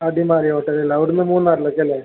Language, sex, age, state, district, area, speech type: Malayalam, male, 18-30, Kerala, Kasaragod, rural, conversation